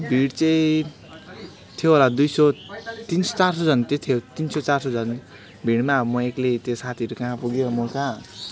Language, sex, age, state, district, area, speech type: Nepali, male, 18-30, West Bengal, Alipurduar, urban, spontaneous